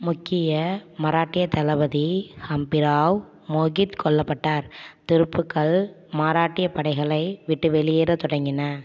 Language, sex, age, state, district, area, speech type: Tamil, female, 18-30, Tamil Nadu, Ariyalur, rural, read